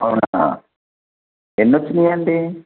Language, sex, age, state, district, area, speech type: Telugu, male, 45-60, Andhra Pradesh, N T Rama Rao, urban, conversation